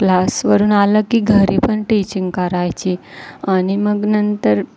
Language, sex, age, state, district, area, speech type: Marathi, female, 30-45, Maharashtra, Wardha, rural, spontaneous